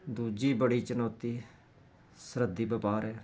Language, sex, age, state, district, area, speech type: Punjabi, male, 45-60, Punjab, Jalandhar, urban, spontaneous